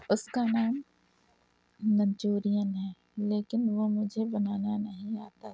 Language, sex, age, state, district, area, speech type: Urdu, female, 30-45, Uttar Pradesh, Lucknow, urban, spontaneous